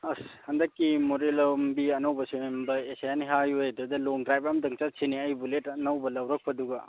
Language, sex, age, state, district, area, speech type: Manipuri, male, 18-30, Manipur, Tengnoupal, urban, conversation